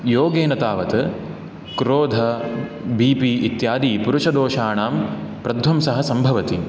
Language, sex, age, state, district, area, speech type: Sanskrit, male, 18-30, Karnataka, Udupi, rural, spontaneous